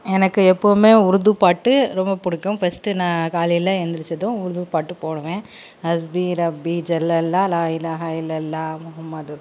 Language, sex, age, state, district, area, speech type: Tamil, female, 45-60, Tamil Nadu, Krishnagiri, rural, spontaneous